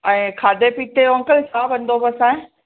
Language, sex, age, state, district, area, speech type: Sindhi, female, 45-60, Gujarat, Kutch, rural, conversation